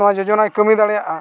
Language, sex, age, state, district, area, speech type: Santali, male, 45-60, Odisha, Mayurbhanj, rural, spontaneous